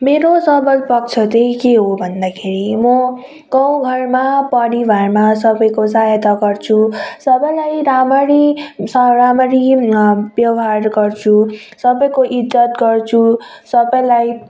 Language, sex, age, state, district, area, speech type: Nepali, female, 30-45, West Bengal, Darjeeling, rural, spontaneous